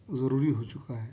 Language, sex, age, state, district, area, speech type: Urdu, male, 45-60, Telangana, Hyderabad, urban, spontaneous